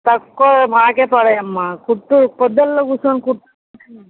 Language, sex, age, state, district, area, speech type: Telugu, female, 30-45, Telangana, Mancherial, rural, conversation